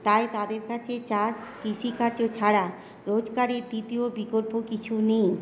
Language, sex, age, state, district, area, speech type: Bengali, female, 30-45, West Bengal, Paschim Bardhaman, urban, spontaneous